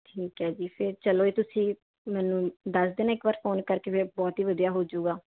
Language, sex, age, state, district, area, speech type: Punjabi, female, 18-30, Punjab, Patiala, urban, conversation